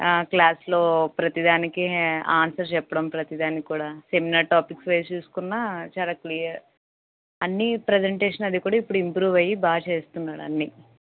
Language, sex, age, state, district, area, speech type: Telugu, female, 18-30, Andhra Pradesh, N T Rama Rao, rural, conversation